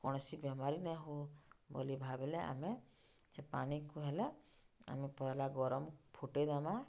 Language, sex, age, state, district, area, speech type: Odia, female, 45-60, Odisha, Bargarh, urban, spontaneous